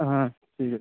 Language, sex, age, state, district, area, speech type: Bengali, male, 18-30, West Bengal, Uttar Dinajpur, rural, conversation